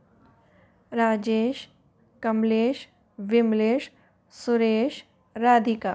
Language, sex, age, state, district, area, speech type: Hindi, female, 60+, Rajasthan, Jaipur, urban, spontaneous